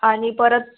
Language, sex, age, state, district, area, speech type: Marathi, female, 30-45, Maharashtra, Nagpur, urban, conversation